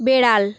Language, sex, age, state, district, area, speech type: Bengali, female, 30-45, West Bengal, South 24 Parganas, rural, read